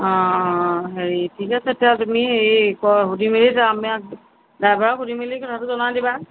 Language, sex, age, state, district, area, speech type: Assamese, female, 45-60, Assam, Jorhat, urban, conversation